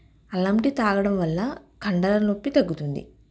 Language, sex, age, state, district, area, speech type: Telugu, female, 18-30, Andhra Pradesh, East Godavari, rural, spontaneous